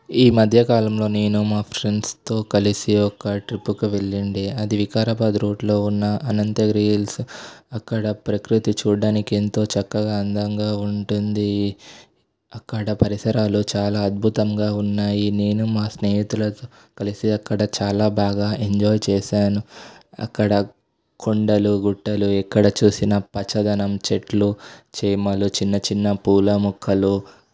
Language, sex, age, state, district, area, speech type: Telugu, male, 18-30, Telangana, Sangareddy, urban, spontaneous